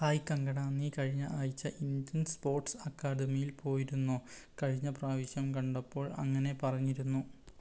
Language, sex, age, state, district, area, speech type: Malayalam, male, 18-30, Kerala, Wayanad, rural, read